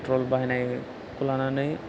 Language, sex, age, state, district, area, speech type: Bodo, male, 30-45, Assam, Chirang, rural, spontaneous